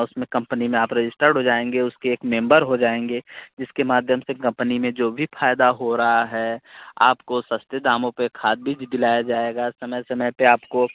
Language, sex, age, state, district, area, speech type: Hindi, male, 30-45, Uttar Pradesh, Mirzapur, urban, conversation